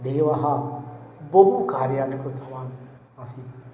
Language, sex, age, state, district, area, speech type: Sanskrit, male, 30-45, Telangana, Ranga Reddy, urban, spontaneous